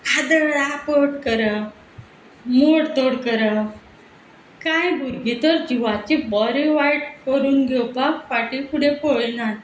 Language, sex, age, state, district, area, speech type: Goan Konkani, female, 45-60, Goa, Quepem, rural, spontaneous